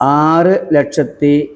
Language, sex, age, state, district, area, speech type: Malayalam, male, 60+, Kerala, Malappuram, rural, spontaneous